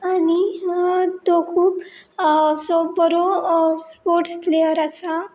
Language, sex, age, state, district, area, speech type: Goan Konkani, female, 18-30, Goa, Pernem, rural, spontaneous